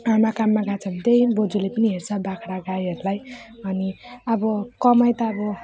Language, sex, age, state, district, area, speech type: Nepali, female, 18-30, West Bengal, Alipurduar, rural, spontaneous